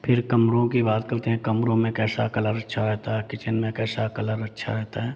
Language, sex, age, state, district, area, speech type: Hindi, male, 45-60, Uttar Pradesh, Hardoi, rural, spontaneous